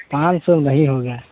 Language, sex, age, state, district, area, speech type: Hindi, male, 18-30, Uttar Pradesh, Jaunpur, rural, conversation